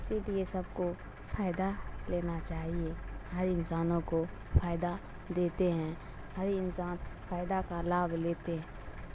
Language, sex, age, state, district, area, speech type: Urdu, female, 45-60, Bihar, Darbhanga, rural, spontaneous